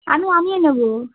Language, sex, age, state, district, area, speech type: Bengali, female, 18-30, West Bengal, Darjeeling, urban, conversation